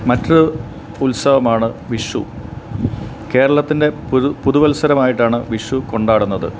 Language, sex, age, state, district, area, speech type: Malayalam, male, 45-60, Kerala, Kottayam, rural, spontaneous